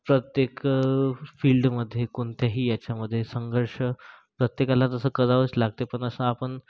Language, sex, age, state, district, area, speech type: Marathi, male, 30-45, Maharashtra, Nagpur, urban, spontaneous